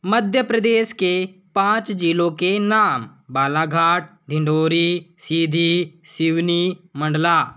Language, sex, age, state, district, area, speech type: Hindi, male, 18-30, Madhya Pradesh, Balaghat, rural, spontaneous